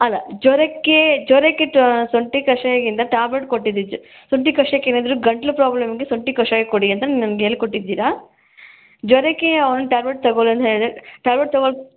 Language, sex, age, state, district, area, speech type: Kannada, female, 18-30, Karnataka, Bangalore Rural, rural, conversation